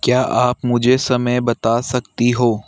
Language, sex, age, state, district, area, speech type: Hindi, male, 45-60, Rajasthan, Jaipur, urban, read